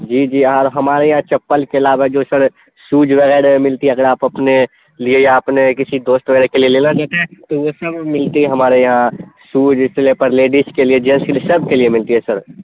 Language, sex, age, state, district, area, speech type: Urdu, male, 18-30, Bihar, Saharsa, rural, conversation